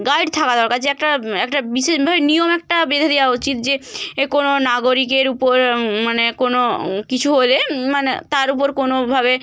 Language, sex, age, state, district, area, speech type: Bengali, female, 18-30, West Bengal, Bankura, urban, spontaneous